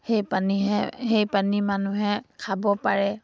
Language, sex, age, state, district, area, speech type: Assamese, female, 60+, Assam, Dibrugarh, rural, spontaneous